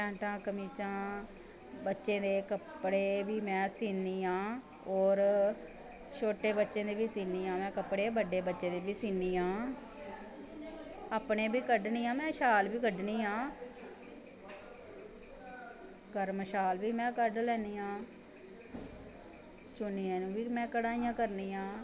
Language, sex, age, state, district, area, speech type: Dogri, female, 30-45, Jammu and Kashmir, Samba, rural, spontaneous